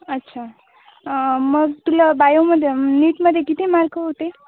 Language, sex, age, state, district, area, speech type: Marathi, female, 18-30, Maharashtra, Nanded, rural, conversation